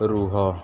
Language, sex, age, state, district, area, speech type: Odia, male, 18-30, Odisha, Sundergarh, urban, read